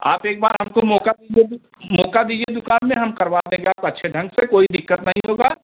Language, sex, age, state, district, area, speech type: Hindi, male, 45-60, Uttar Pradesh, Jaunpur, rural, conversation